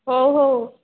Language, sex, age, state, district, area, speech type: Odia, female, 30-45, Odisha, Sambalpur, rural, conversation